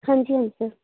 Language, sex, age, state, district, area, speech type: Punjabi, female, 18-30, Punjab, Ludhiana, rural, conversation